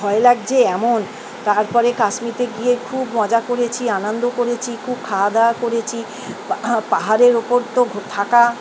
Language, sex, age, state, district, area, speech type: Bengali, female, 60+, West Bengal, Kolkata, urban, spontaneous